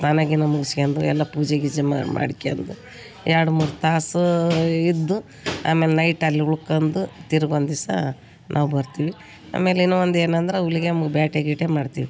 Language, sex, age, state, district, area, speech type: Kannada, female, 60+, Karnataka, Vijayanagara, rural, spontaneous